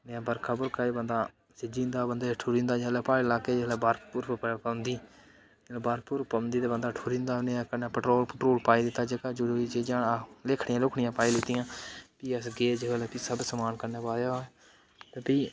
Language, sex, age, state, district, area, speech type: Dogri, male, 18-30, Jammu and Kashmir, Udhampur, rural, spontaneous